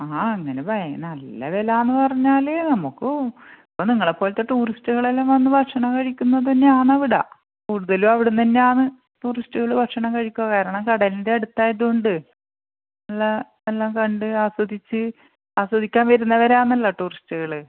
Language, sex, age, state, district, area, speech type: Malayalam, female, 45-60, Kerala, Kannur, rural, conversation